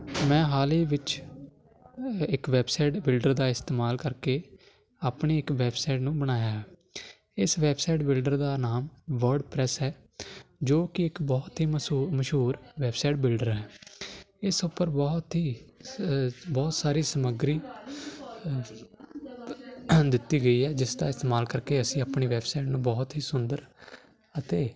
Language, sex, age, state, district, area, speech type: Punjabi, male, 18-30, Punjab, Hoshiarpur, urban, spontaneous